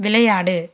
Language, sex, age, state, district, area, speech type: Tamil, female, 18-30, Tamil Nadu, Dharmapuri, rural, read